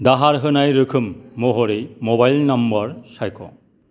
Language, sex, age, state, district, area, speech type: Bodo, male, 45-60, Assam, Kokrajhar, urban, read